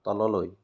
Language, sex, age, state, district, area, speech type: Assamese, male, 30-45, Assam, Kamrup Metropolitan, rural, read